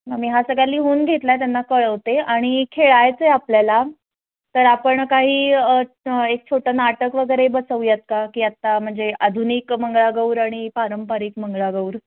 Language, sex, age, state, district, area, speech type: Marathi, female, 30-45, Maharashtra, Kolhapur, urban, conversation